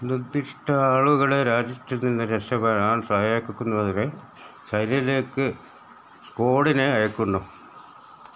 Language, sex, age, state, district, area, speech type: Malayalam, male, 60+, Kerala, Wayanad, rural, read